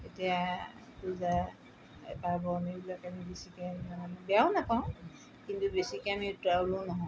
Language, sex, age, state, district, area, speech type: Assamese, female, 60+, Assam, Tinsukia, rural, spontaneous